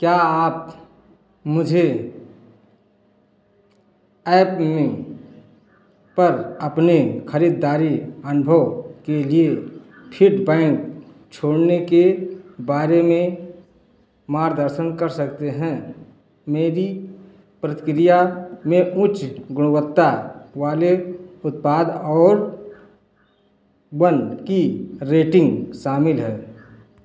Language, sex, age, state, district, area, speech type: Hindi, male, 60+, Uttar Pradesh, Ayodhya, rural, read